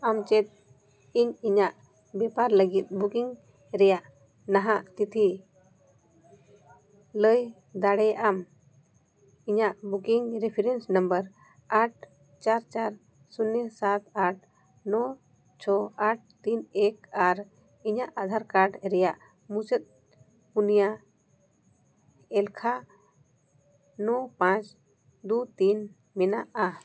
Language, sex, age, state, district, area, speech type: Santali, female, 45-60, Jharkhand, Bokaro, rural, read